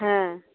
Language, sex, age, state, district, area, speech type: Bengali, female, 60+, West Bengal, Nadia, rural, conversation